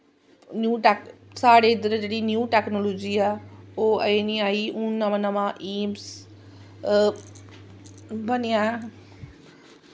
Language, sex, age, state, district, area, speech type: Dogri, female, 30-45, Jammu and Kashmir, Samba, urban, spontaneous